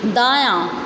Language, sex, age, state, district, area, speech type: Maithili, male, 45-60, Bihar, Supaul, rural, read